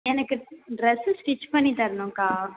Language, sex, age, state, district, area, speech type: Tamil, female, 30-45, Tamil Nadu, Mayiladuthurai, rural, conversation